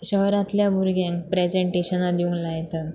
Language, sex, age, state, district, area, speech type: Goan Konkani, female, 18-30, Goa, Pernem, rural, spontaneous